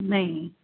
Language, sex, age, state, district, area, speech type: Hindi, female, 60+, Madhya Pradesh, Jabalpur, urban, conversation